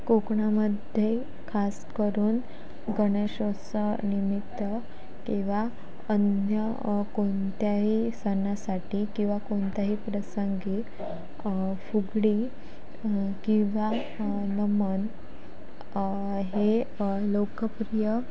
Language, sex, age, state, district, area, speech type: Marathi, female, 18-30, Maharashtra, Sindhudurg, rural, spontaneous